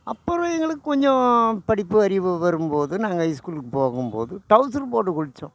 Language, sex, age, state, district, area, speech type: Tamil, male, 60+, Tamil Nadu, Tiruvannamalai, rural, spontaneous